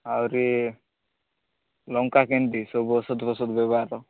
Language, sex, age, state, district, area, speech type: Odia, male, 18-30, Odisha, Malkangiri, urban, conversation